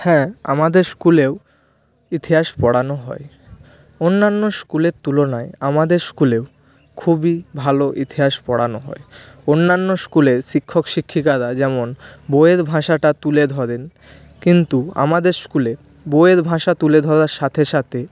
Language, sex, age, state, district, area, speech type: Bengali, male, 30-45, West Bengal, Purba Medinipur, rural, spontaneous